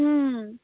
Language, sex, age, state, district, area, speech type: Assamese, female, 18-30, Assam, Dhemaji, urban, conversation